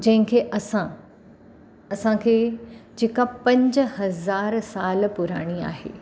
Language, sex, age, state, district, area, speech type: Sindhi, female, 45-60, Maharashtra, Mumbai Suburban, urban, spontaneous